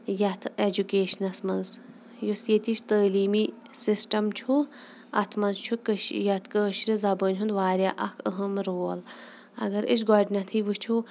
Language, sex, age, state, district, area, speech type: Kashmiri, female, 30-45, Jammu and Kashmir, Shopian, urban, spontaneous